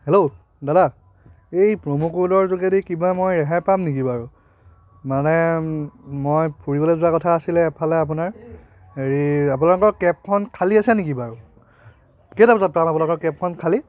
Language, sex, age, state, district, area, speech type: Assamese, male, 30-45, Assam, Biswanath, rural, spontaneous